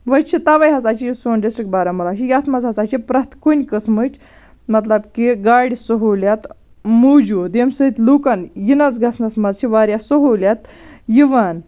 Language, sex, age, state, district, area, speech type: Kashmiri, female, 30-45, Jammu and Kashmir, Baramulla, rural, spontaneous